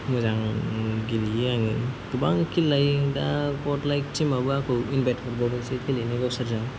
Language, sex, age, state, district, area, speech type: Bodo, male, 18-30, Assam, Kokrajhar, rural, spontaneous